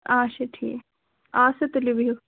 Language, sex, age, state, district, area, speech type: Kashmiri, female, 18-30, Jammu and Kashmir, Pulwama, rural, conversation